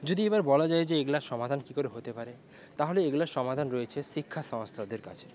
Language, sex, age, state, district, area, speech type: Bengali, male, 18-30, West Bengal, Paschim Medinipur, rural, spontaneous